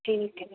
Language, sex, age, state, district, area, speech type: Urdu, female, 30-45, Uttar Pradesh, Mau, urban, conversation